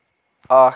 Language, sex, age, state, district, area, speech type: Kashmiri, male, 18-30, Jammu and Kashmir, Baramulla, rural, read